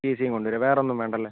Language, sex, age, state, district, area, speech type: Malayalam, male, 30-45, Kerala, Kozhikode, urban, conversation